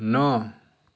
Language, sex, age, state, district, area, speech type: Assamese, male, 60+, Assam, Dhemaji, urban, read